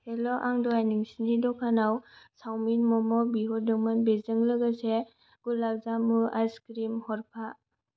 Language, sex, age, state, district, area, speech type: Bodo, female, 18-30, Assam, Kokrajhar, rural, spontaneous